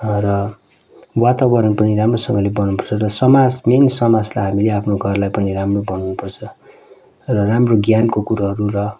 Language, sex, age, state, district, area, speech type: Nepali, male, 30-45, West Bengal, Darjeeling, rural, spontaneous